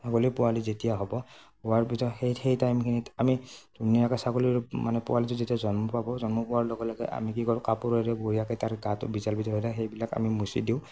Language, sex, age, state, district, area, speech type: Assamese, male, 18-30, Assam, Morigaon, rural, spontaneous